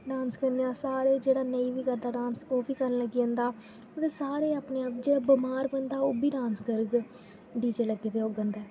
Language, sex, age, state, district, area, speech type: Dogri, female, 18-30, Jammu and Kashmir, Jammu, rural, spontaneous